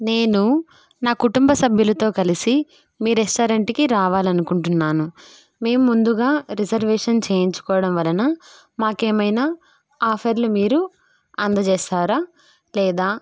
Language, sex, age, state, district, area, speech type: Telugu, female, 18-30, Andhra Pradesh, Kadapa, rural, spontaneous